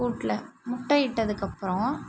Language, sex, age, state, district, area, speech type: Tamil, female, 18-30, Tamil Nadu, Mayiladuthurai, urban, spontaneous